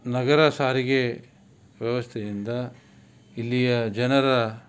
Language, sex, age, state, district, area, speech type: Kannada, male, 45-60, Karnataka, Davanagere, rural, spontaneous